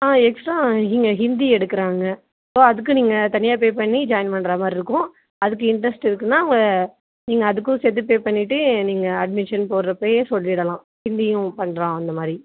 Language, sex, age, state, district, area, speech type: Tamil, female, 45-60, Tamil Nadu, Mayiladuthurai, rural, conversation